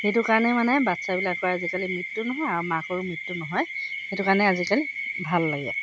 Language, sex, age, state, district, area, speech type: Assamese, female, 60+, Assam, Golaghat, urban, spontaneous